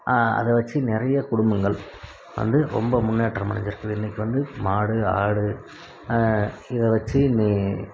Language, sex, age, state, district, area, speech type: Tamil, male, 45-60, Tamil Nadu, Krishnagiri, rural, spontaneous